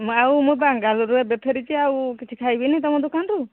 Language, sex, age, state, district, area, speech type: Odia, female, 45-60, Odisha, Angul, rural, conversation